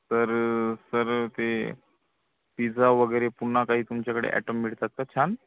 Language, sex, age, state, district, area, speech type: Marathi, male, 18-30, Maharashtra, Gadchiroli, rural, conversation